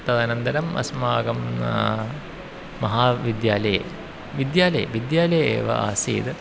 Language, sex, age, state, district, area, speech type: Sanskrit, male, 30-45, Kerala, Ernakulam, rural, spontaneous